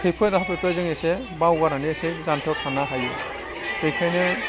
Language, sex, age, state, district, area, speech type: Bodo, male, 45-60, Assam, Udalguri, urban, spontaneous